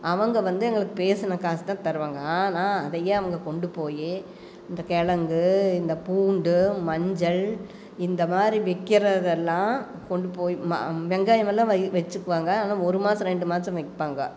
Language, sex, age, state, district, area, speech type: Tamil, female, 45-60, Tamil Nadu, Coimbatore, rural, spontaneous